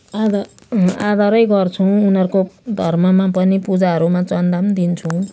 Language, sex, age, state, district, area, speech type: Nepali, female, 60+, West Bengal, Jalpaiguri, urban, spontaneous